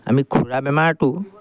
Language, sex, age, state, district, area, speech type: Assamese, male, 45-60, Assam, Golaghat, urban, spontaneous